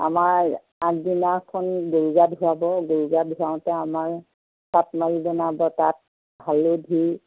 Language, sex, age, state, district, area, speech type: Assamese, female, 60+, Assam, Golaghat, urban, conversation